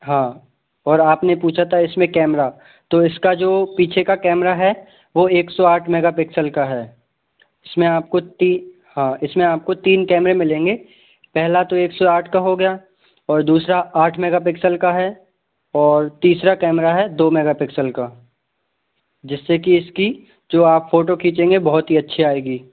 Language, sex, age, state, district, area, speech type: Hindi, male, 18-30, Madhya Pradesh, Bhopal, urban, conversation